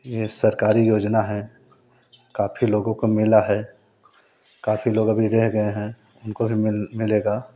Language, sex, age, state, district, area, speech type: Hindi, male, 30-45, Uttar Pradesh, Prayagraj, rural, spontaneous